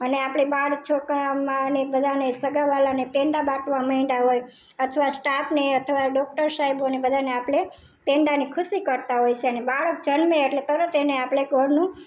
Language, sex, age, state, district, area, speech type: Gujarati, female, 45-60, Gujarat, Rajkot, rural, spontaneous